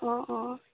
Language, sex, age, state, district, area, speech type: Assamese, female, 18-30, Assam, Sivasagar, urban, conversation